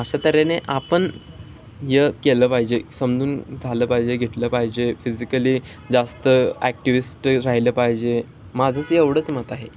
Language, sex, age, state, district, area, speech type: Marathi, male, 18-30, Maharashtra, Sangli, rural, spontaneous